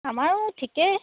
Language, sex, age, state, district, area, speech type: Assamese, female, 45-60, Assam, Charaideo, urban, conversation